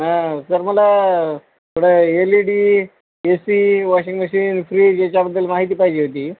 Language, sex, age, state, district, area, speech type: Marathi, male, 45-60, Maharashtra, Nanded, rural, conversation